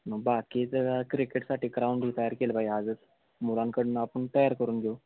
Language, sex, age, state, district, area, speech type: Marathi, male, 18-30, Maharashtra, Sangli, rural, conversation